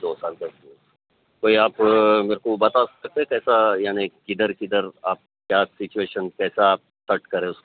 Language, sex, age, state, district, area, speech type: Urdu, male, 30-45, Telangana, Hyderabad, urban, conversation